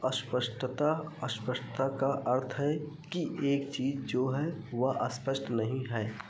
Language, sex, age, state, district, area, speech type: Hindi, male, 45-60, Uttar Pradesh, Ayodhya, rural, read